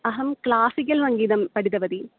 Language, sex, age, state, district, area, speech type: Sanskrit, female, 18-30, Kerala, Kollam, urban, conversation